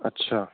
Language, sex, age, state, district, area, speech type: Hindi, male, 18-30, Madhya Pradesh, Jabalpur, urban, conversation